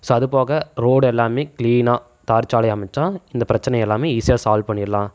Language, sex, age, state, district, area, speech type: Tamil, male, 18-30, Tamil Nadu, Erode, rural, spontaneous